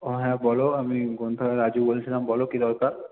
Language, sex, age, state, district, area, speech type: Bengali, male, 18-30, West Bengal, South 24 Parganas, rural, conversation